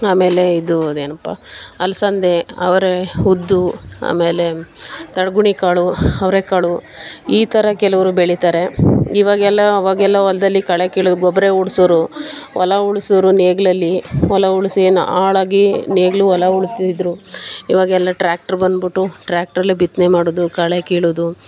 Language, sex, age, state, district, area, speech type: Kannada, female, 30-45, Karnataka, Mandya, rural, spontaneous